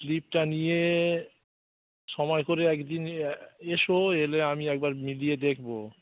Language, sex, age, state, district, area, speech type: Bengali, male, 45-60, West Bengal, Dakshin Dinajpur, rural, conversation